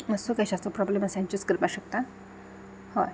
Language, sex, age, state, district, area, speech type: Goan Konkani, female, 18-30, Goa, Ponda, rural, spontaneous